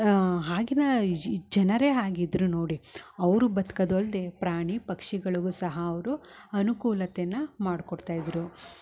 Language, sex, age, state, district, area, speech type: Kannada, female, 30-45, Karnataka, Mysore, rural, spontaneous